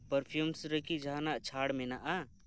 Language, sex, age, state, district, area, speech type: Santali, male, 18-30, West Bengal, Birbhum, rural, read